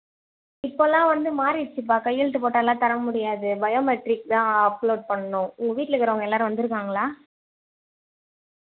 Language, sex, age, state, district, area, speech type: Tamil, female, 18-30, Tamil Nadu, Vellore, urban, conversation